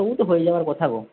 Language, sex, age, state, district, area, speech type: Bengali, male, 45-60, West Bengal, Paschim Medinipur, rural, conversation